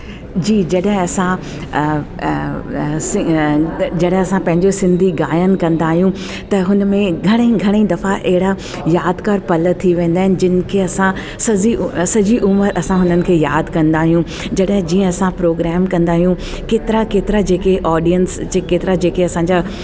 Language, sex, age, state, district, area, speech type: Sindhi, female, 45-60, Delhi, South Delhi, urban, spontaneous